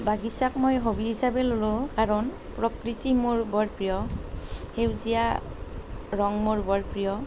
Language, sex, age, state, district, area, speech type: Assamese, female, 45-60, Assam, Nalbari, rural, spontaneous